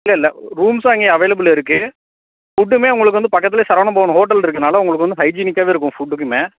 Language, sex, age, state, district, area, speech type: Tamil, male, 18-30, Tamil Nadu, Tiruppur, rural, conversation